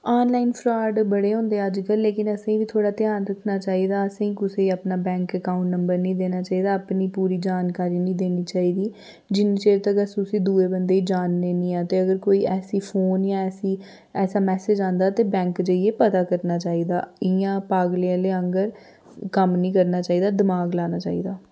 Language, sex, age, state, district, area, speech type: Dogri, female, 30-45, Jammu and Kashmir, Reasi, rural, spontaneous